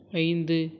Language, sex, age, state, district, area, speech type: Tamil, male, 18-30, Tamil Nadu, Tiruvarur, urban, read